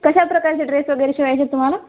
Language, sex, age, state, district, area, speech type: Marathi, female, 18-30, Maharashtra, Hingoli, urban, conversation